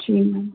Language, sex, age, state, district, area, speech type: Hindi, female, 18-30, Madhya Pradesh, Hoshangabad, urban, conversation